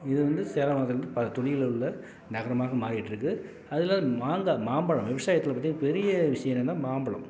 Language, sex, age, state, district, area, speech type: Tamil, male, 45-60, Tamil Nadu, Salem, rural, spontaneous